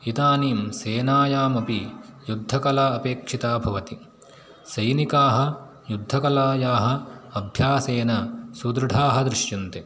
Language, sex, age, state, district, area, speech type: Sanskrit, male, 18-30, Karnataka, Uttara Kannada, rural, spontaneous